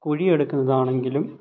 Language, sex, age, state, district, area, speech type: Malayalam, male, 30-45, Kerala, Thiruvananthapuram, rural, spontaneous